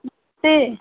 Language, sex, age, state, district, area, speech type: Hindi, female, 30-45, Uttar Pradesh, Mau, rural, conversation